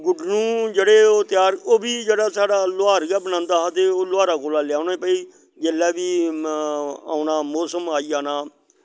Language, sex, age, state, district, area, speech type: Dogri, male, 60+, Jammu and Kashmir, Samba, rural, spontaneous